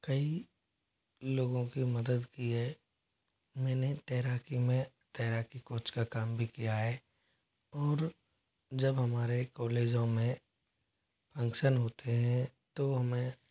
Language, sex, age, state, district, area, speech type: Hindi, male, 18-30, Rajasthan, Jodhpur, rural, spontaneous